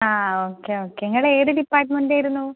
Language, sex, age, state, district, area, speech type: Malayalam, female, 18-30, Kerala, Malappuram, rural, conversation